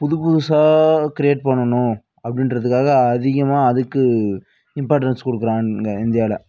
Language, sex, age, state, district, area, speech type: Tamil, female, 18-30, Tamil Nadu, Dharmapuri, rural, spontaneous